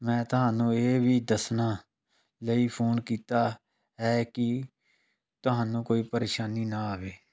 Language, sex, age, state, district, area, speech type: Punjabi, male, 45-60, Punjab, Tarn Taran, rural, spontaneous